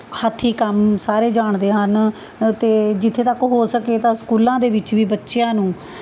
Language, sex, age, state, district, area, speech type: Punjabi, female, 45-60, Punjab, Mohali, urban, spontaneous